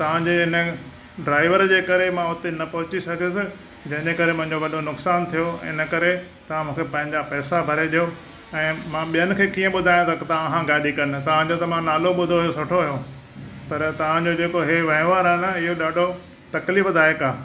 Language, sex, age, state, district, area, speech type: Sindhi, male, 60+, Maharashtra, Thane, urban, spontaneous